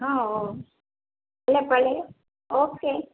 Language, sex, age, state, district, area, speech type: Gujarati, female, 45-60, Gujarat, Rajkot, rural, conversation